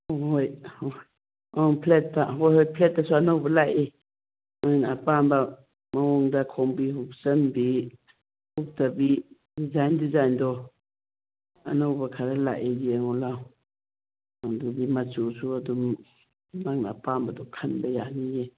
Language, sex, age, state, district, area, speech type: Manipuri, female, 60+, Manipur, Churachandpur, urban, conversation